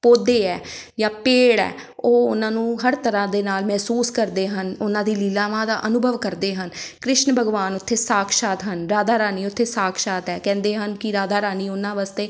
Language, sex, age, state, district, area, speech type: Punjabi, female, 30-45, Punjab, Amritsar, urban, spontaneous